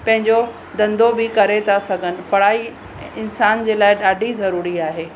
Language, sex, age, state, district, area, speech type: Sindhi, female, 45-60, Maharashtra, Pune, urban, spontaneous